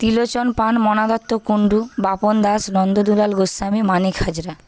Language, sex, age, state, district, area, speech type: Bengali, female, 18-30, West Bengal, Paschim Medinipur, urban, spontaneous